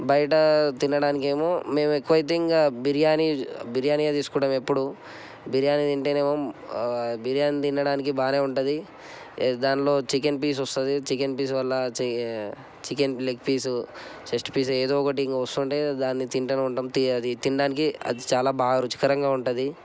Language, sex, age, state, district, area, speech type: Telugu, male, 18-30, Telangana, Medchal, urban, spontaneous